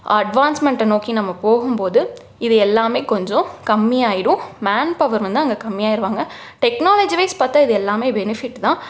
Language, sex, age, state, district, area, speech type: Tamil, female, 18-30, Tamil Nadu, Tiruppur, urban, spontaneous